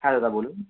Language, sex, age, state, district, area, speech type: Bengali, male, 18-30, West Bengal, Kolkata, urban, conversation